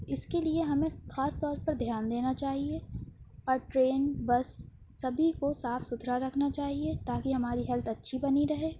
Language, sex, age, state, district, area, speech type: Urdu, female, 18-30, Uttar Pradesh, Shahjahanpur, urban, spontaneous